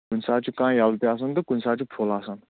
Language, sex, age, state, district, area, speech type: Kashmiri, male, 18-30, Jammu and Kashmir, Anantnag, rural, conversation